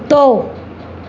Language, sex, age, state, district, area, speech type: Sindhi, female, 60+, Maharashtra, Mumbai Suburban, rural, read